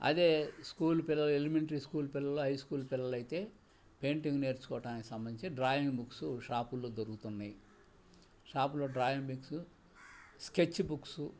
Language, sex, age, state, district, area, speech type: Telugu, male, 60+, Andhra Pradesh, Bapatla, urban, spontaneous